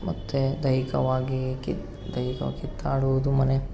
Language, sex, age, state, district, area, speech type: Kannada, male, 18-30, Karnataka, Davanagere, rural, spontaneous